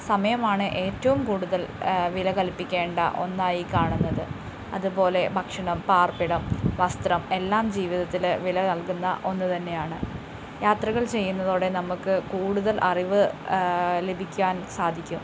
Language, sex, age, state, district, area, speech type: Malayalam, female, 18-30, Kerala, Wayanad, rural, spontaneous